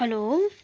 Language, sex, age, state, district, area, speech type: Nepali, female, 18-30, West Bengal, Kalimpong, rural, spontaneous